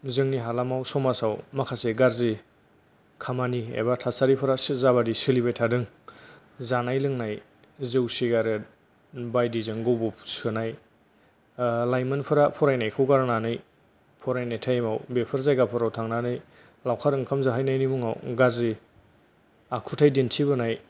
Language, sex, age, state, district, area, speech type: Bodo, male, 18-30, Assam, Kokrajhar, rural, spontaneous